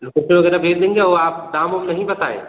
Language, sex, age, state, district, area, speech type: Hindi, male, 18-30, Uttar Pradesh, Jaunpur, urban, conversation